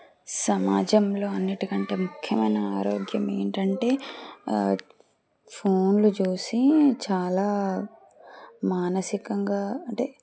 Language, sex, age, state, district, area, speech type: Telugu, female, 30-45, Telangana, Medchal, urban, spontaneous